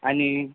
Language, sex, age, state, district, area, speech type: Marathi, male, 45-60, Maharashtra, Amravati, urban, conversation